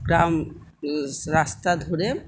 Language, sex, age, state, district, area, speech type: Bengali, female, 60+, West Bengal, Purulia, rural, spontaneous